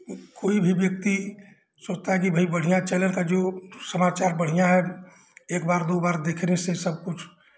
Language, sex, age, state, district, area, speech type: Hindi, male, 60+, Uttar Pradesh, Chandauli, urban, spontaneous